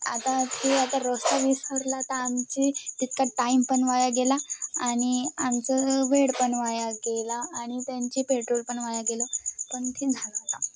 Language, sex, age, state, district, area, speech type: Marathi, female, 18-30, Maharashtra, Wardha, rural, spontaneous